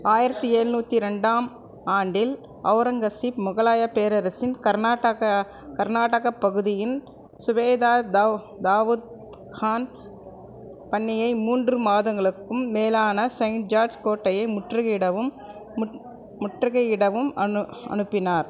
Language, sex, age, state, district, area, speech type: Tamil, female, 45-60, Tamil Nadu, Krishnagiri, rural, read